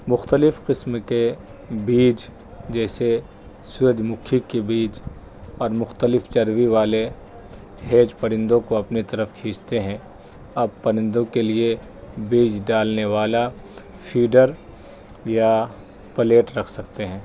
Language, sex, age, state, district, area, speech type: Urdu, male, 30-45, Delhi, North East Delhi, urban, spontaneous